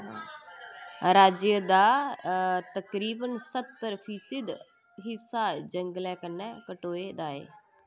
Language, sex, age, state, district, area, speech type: Dogri, female, 18-30, Jammu and Kashmir, Udhampur, rural, read